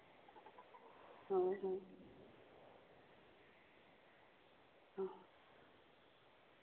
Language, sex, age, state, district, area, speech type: Santali, female, 18-30, Jharkhand, Seraikela Kharsawan, rural, conversation